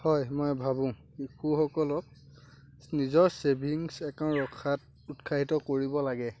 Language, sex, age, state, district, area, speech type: Assamese, male, 18-30, Assam, Lakhimpur, rural, spontaneous